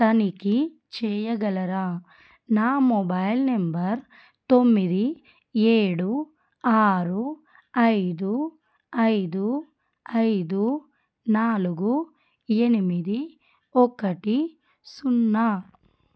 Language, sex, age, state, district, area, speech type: Telugu, female, 30-45, Telangana, Adilabad, rural, read